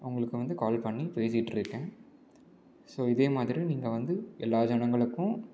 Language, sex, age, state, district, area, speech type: Tamil, male, 18-30, Tamil Nadu, Salem, urban, spontaneous